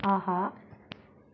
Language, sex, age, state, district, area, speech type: Tamil, female, 45-60, Tamil Nadu, Mayiladuthurai, urban, read